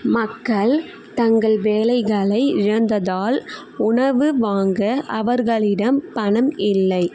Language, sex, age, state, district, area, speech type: Tamil, female, 18-30, Tamil Nadu, Chengalpattu, urban, read